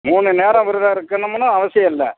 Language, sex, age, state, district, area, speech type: Tamil, male, 60+, Tamil Nadu, Pudukkottai, rural, conversation